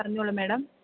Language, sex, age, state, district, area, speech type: Malayalam, female, 30-45, Kerala, Kottayam, urban, conversation